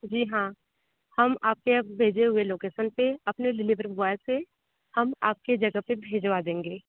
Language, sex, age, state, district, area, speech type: Hindi, female, 30-45, Uttar Pradesh, Sonbhadra, rural, conversation